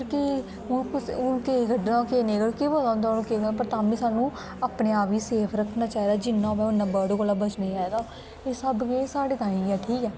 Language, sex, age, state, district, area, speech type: Dogri, female, 18-30, Jammu and Kashmir, Kathua, rural, spontaneous